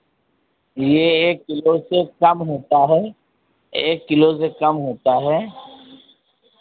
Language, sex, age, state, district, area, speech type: Hindi, male, 60+, Uttar Pradesh, Sitapur, rural, conversation